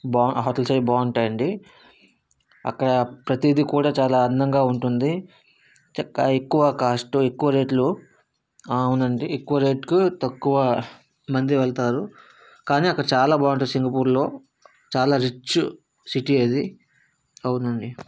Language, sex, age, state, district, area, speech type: Telugu, male, 45-60, Andhra Pradesh, Vizianagaram, rural, spontaneous